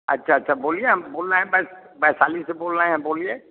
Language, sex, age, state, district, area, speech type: Hindi, male, 60+, Bihar, Vaishali, rural, conversation